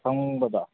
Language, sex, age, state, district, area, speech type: Manipuri, male, 30-45, Manipur, Kangpokpi, urban, conversation